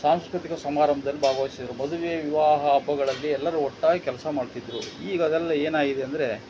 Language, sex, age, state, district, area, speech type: Kannada, male, 60+, Karnataka, Shimoga, rural, spontaneous